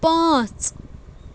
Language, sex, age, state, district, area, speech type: Kashmiri, female, 45-60, Jammu and Kashmir, Bandipora, rural, read